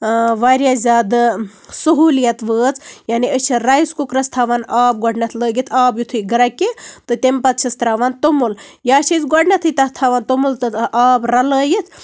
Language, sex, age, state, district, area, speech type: Kashmiri, female, 30-45, Jammu and Kashmir, Baramulla, rural, spontaneous